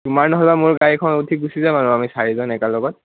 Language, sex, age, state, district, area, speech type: Assamese, male, 18-30, Assam, Udalguri, rural, conversation